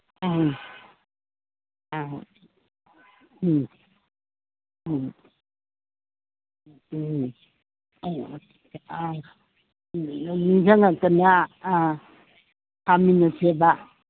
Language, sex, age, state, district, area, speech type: Manipuri, female, 60+, Manipur, Imphal East, rural, conversation